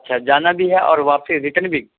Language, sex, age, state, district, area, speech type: Urdu, male, 30-45, Delhi, Central Delhi, urban, conversation